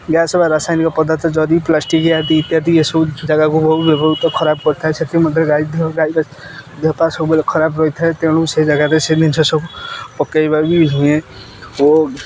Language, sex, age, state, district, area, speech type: Odia, male, 18-30, Odisha, Kendrapara, urban, spontaneous